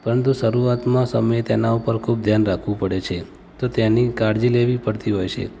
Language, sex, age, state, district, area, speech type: Gujarati, male, 30-45, Gujarat, Ahmedabad, urban, spontaneous